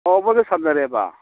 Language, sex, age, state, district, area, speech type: Manipuri, male, 45-60, Manipur, Imphal East, rural, conversation